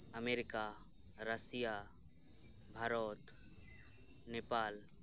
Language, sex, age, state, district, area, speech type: Santali, male, 18-30, West Bengal, Birbhum, rural, spontaneous